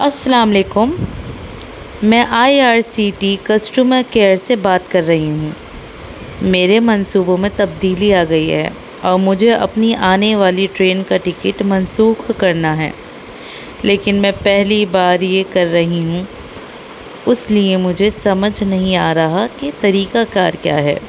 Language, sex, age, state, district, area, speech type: Urdu, female, 18-30, Delhi, North East Delhi, urban, spontaneous